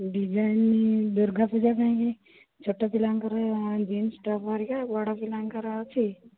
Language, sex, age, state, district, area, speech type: Odia, female, 30-45, Odisha, Jagatsinghpur, rural, conversation